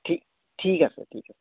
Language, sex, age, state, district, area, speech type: Assamese, male, 30-45, Assam, Sivasagar, rural, conversation